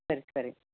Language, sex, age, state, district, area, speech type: Tamil, female, 45-60, Tamil Nadu, Dharmapuri, rural, conversation